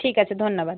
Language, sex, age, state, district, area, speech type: Bengali, female, 45-60, West Bengal, Purba Medinipur, rural, conversation